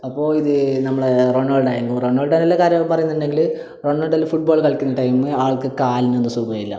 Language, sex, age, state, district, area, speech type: Malayalam, male, 18-30, Kerala, Kasaragod, urban, spontaneous